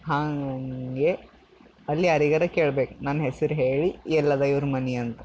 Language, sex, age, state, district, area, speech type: Kannada, male, 18-30, Karnataka, Bidar, urban, spontaneous